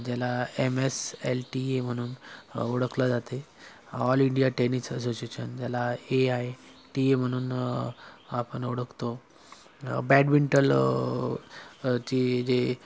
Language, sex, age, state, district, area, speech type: Marathi, male, 30-45, Maharashtra, Nagpur, urban, spontaneous